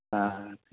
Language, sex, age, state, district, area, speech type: Santali, male, 60+, West Bengal, Malda, rural, conversation